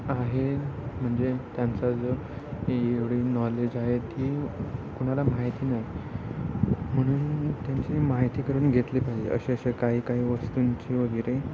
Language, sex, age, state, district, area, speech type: Marathi, male, 18-30, Maharashtra, Ratnagiri, rural, spontaneous